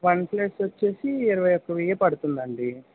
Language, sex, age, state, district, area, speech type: Telugu, male, 60+, Andhra Pradesh, Krishna, urban, conversation